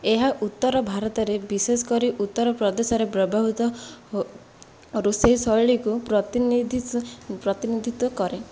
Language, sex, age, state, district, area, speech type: Odia, female, 18-30, Odisha, Ganjam, urban, read